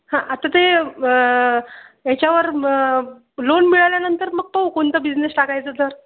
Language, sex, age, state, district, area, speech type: Marathi, female, 30-45, Maharashtra, Akola, urban, conversation